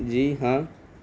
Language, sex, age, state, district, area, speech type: Urdu, male, 18-30, Bihar, Gaya, urban, spontaneous